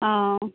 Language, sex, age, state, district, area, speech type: Assamese, female, 18-30, Assam, Dhemaji, urban, conversation